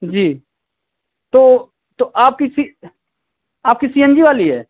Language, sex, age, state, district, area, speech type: Hindi, male, 30-45, Uttar Pradesh, Azamgarh, rural, conversation